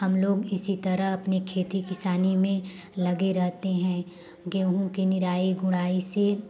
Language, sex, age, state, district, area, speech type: Hindi, female, 18-30, Uttar Pradesh, Prayagraj, rural, spontaneous